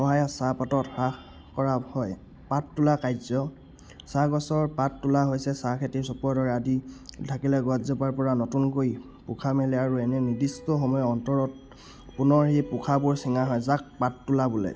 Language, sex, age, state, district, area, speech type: Assamese, male, 18-30, Assam, Charaideo, rural, spontaneous